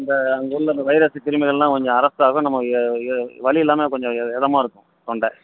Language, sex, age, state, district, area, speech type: Tamil, male, 60+, Tamil Nadu, Virudhunagar, rural, conversation